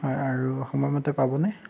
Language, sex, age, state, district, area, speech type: Assamese, male, 30-45, Assam, Dibrugarh, rural, spontaneous